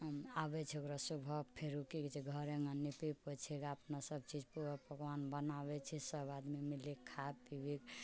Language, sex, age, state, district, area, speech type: Maithili, female, 45-60, Bihar, Purnia, urban, spontaneous